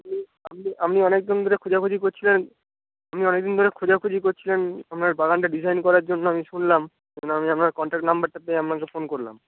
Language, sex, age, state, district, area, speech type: Bengali, male, 18-30, West Bengal, Paschim Medinipur, rural, conversation